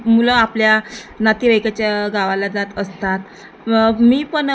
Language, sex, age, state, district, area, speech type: Marathi, female, 30-45, Maharashtra, Nagpur, rural, spontaneous